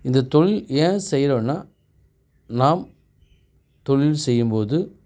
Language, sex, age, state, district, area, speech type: Tamil, male, 45-60, Tamil Nadu, Perambalur, rural, spontaneous